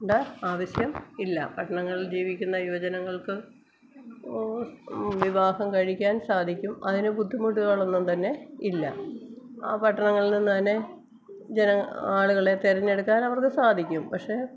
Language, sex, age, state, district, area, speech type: Malayalam, female, 45-60, Kerala, Kottayam, rural, spontaneous